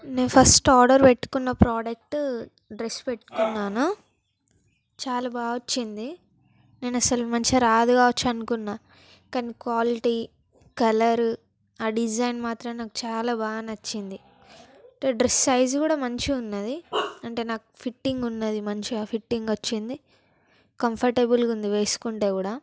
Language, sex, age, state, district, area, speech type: Telugu, female, 18-30, Telangana, Peddapalli, rural, spontaneous